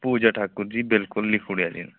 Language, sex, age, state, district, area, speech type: Dogri, male, 30-45, Jammu and Kashmir, Udhampur, rural, conversation